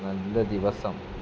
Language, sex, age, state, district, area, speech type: Malayalam, male, 18-30, Kerala, Malappuram, rural, spontaneous